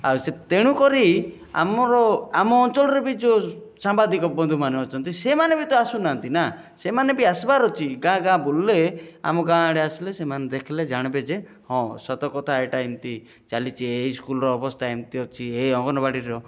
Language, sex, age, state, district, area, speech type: Odia, male, 30-45, Odisha, Kalahandi, rural, spontaneous